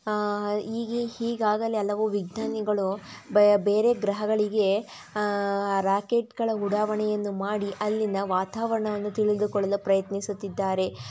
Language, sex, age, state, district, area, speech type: Kannada, female, 30-45, Karnataka, Tumkur, rural, spontaneous